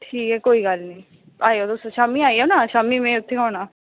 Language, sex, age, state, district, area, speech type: Dogri, female, 18-30, Jammu and Kashmir, Reasi, rural, conversation